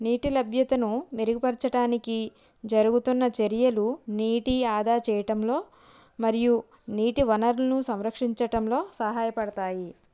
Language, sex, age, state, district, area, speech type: Telugu, female, 30-45, Andhra Pradesh, Konaseema, rural, spontaneous